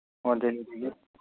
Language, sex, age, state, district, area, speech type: Manipuri, male, 30-45, Manipur, Kangpokpi, urban, conversation